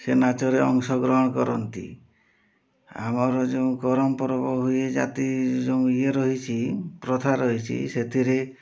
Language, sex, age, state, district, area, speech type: Odia, male, 60+, Odisha, Mayurbhanj, rural, spontaneous